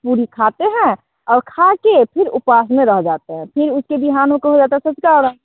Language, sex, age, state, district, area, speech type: Hindi, female, 30-45, Bihar, Muzaffarpur, urban, conversation